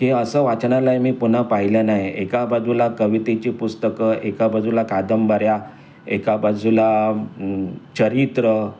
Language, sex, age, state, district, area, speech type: Marathi, male, 60+, Maharashtra, Mumbai Suburban, urban, spontaneous